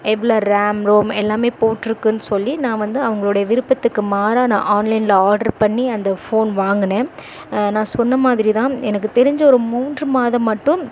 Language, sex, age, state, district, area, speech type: Tamil, female, 18-30, Tamil Nadu, Dharmapuri, urban, spontaneous